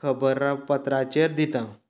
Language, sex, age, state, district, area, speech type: Goan Konkani, male, 30-45, Goa, Canacona, rural, spontaneous